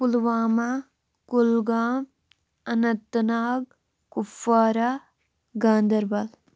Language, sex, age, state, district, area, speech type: Kashmiri, female, 18-30, Jammu and Kashmir, Shopian, rural, spontaneous